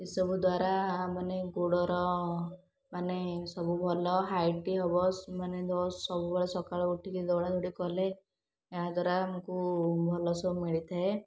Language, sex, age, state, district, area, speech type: Odia, female, 18-30, Odisha, Puri, urban, spontaneous